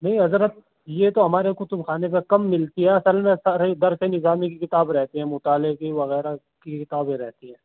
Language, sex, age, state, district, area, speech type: Urdu, male, 18-30, Uttar Pradesh, Saharanpur, urban, conversation